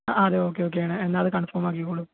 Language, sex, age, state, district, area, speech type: Malayalam, male, 18-30, Kerala, Palakkad, rural, conversation